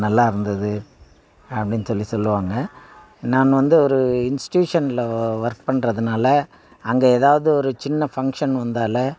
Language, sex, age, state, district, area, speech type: Tamil, male, 60+, Tamil Nadu, Thanjavur, rural, spontaneous